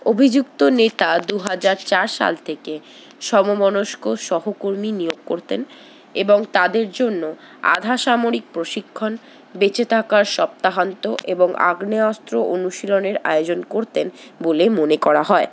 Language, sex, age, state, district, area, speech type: Bengali, female, 60+, West Bengal, Paschim Bardhaman, urban, read